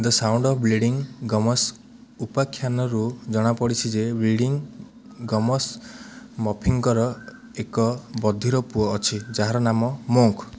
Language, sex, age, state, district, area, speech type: Odia, male, 30-45, Odisha, Ganjam, urban, read